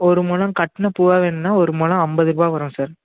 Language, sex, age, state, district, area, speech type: Tamil, male, 18-30, Tamil Nadu, Chennai, urban, conversation